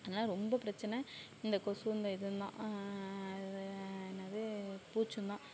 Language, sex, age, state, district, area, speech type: Tamil, female, 60+, Tamil Nadu, Sivaganga, rural, spontaneous